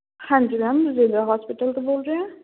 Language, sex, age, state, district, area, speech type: Punjabi, female, 18-30, Punjab, Patiala, rural, conversation